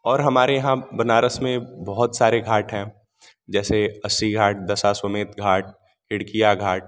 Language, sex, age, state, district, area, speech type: Hindi, male, 18-30, Uttar Pradesh, Varanasi, rural, spontaneous